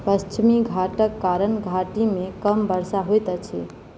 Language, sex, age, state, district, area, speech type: Maithili, female, 18-30, Bihar, Madhubani, rural, read